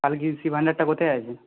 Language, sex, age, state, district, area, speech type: Bengali, male, 30-45, West Bengal, Purba Medinipur, rural, conversation